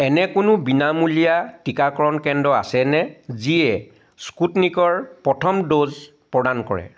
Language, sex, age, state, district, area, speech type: Assamese, male, 45-60, Assam, Charaideo, urban, read